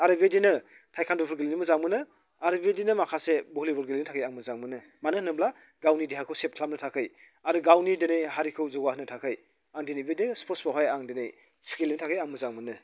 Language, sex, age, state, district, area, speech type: Bodo, male, 45-60, Assam, Chirang, rural, spontaneous